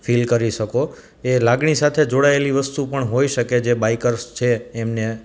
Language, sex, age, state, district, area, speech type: Gujarati, male, 30-45, Gujarat, Junagadh, urban, spontaneous